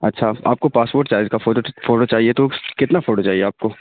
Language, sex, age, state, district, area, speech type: Urdu, male, 30-45, Bihar, Khagaria, rural, conversation